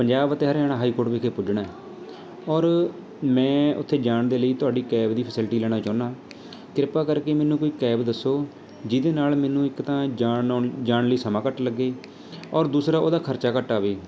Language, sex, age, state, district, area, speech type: Punjabi, male, 30-45, Punjab, Mohali, urban, spontaneous